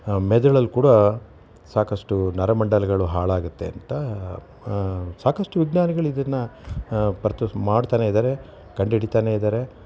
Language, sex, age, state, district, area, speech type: Kannada, male, 60+, Karnataka, Bangalore Urban, urban, spontaneous